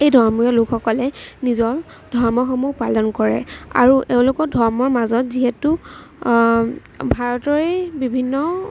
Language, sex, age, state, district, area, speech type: Assamese, female, 18-30, Assam, Kamrup Metropolitan, urban, spontaneous